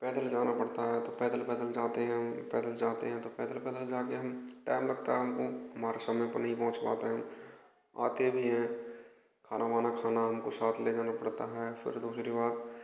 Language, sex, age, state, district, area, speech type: Hindi, male, 18-30, Rajasthan, Bharatpur, rural, spontaneous